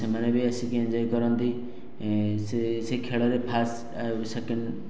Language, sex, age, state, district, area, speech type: Odia, male, 18-30, Odisha, Khordha, rural, spontaneous